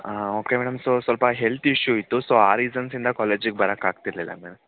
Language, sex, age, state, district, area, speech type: Kannada, male, 18-30, Karnataka, Kodagu, rural, conversation